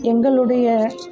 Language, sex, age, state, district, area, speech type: Tamil, female, 30-45, Tamil Nadu, Coimbatore, rural, spontaneous